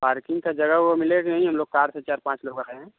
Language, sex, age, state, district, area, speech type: Hindi, male, 30-45, Uttar Pradesh, Mau, urban, conversation